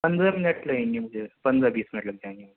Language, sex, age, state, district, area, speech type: Urdu, male, 30-45, Delhi, Central Delhi, urban, conversation